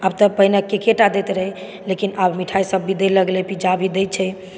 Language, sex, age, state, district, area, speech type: Maithili, female, 30-45, Bihar, Supaul, urban, spontaneous